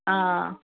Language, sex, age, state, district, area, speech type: Malayalam, female, 18-30, Kerala, Kozhikode, urban, conversation